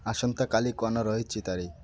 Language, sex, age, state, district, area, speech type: Odia, male, 18-30, Odisha, Malkangiri, urban, read